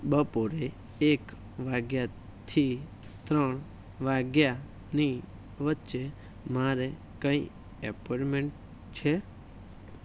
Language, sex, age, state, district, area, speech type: Gujarati, male, 18-30, Gujarat, Anand, urban, read